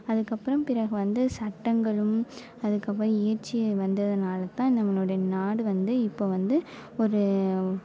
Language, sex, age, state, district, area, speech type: Tamil, female, 18-30, Tamil Nadu, Mayiladuthurai, urban, spontaneous